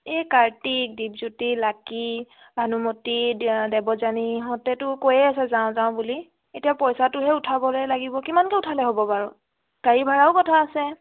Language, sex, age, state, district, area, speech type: Assamese, female, 18-30, Assam, Biswanath, rural, conversation